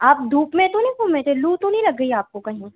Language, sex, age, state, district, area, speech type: Hindi, female, 18-30, Madhya Pradesh, Chhindwara, urban, conversation